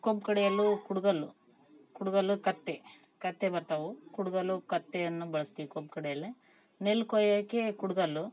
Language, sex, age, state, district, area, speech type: Kannada, female, 30-45, Karnataka, Vijayanagara, rural, spontaneous